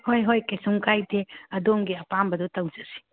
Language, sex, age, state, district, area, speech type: Manipuri, female, 45-60, Manipur, Churachandpur, urban, conversation